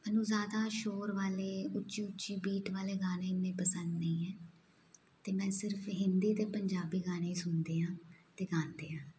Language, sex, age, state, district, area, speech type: Punjabi, female, 30-45, Punjab, Jalandhar, urban, spontaneous